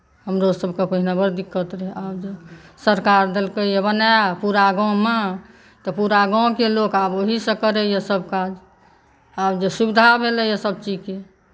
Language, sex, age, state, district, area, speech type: Maithili, female, 30-45, Bihar, Saharsa, rural, spontaneous